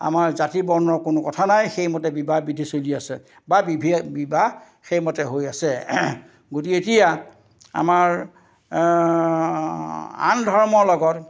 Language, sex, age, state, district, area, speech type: Assamese, male, 60+, Assam, Majuli, urban, spontaneous